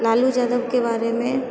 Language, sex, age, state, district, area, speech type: Maithili, female, 30-45, Bihar, Purnia, urban, spontaneous